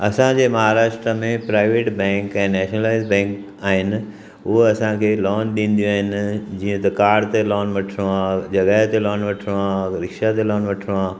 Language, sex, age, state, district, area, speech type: Sindhi, male, 60+, Maharashtra, Mumbai Suburban, urban, spontaneous